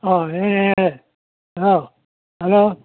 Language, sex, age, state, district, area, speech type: Kannada, male, 60+, Karnataka, Mandya, rural, conversation